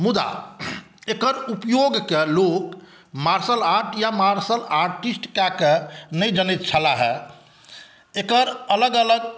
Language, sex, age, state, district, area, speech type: Maithili, male, 45-60, Bihar, Saharsa, rural, spontaneous